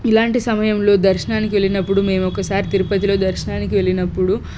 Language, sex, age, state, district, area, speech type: Telugu, female, 18-30, Telangana, Suryapet, urban, spontaneous